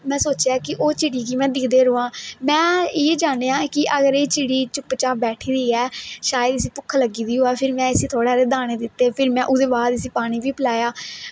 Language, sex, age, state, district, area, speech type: Dogri, female, 18-30, Jammu and Kashmir, Kathua, rural, spontaneous